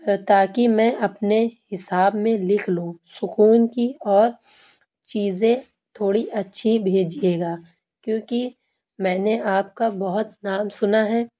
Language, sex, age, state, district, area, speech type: Urdu, female, 30-45, Uttar Pradesh, Lucknow, urban, spontaneous